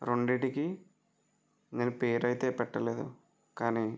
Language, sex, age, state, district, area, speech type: Telugu, male, 60+, Andhra Pradesh, West Godavari, rural, spontaneous